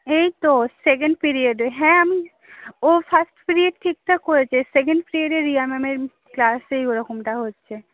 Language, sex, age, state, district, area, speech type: Bengali, female, 30-45, West Bengal, South 24 Parganas, rural, conversation